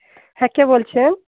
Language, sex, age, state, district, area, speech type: Bengali, female, 30-45, West Bengal, Dakshin Dinajpur, urban, conversation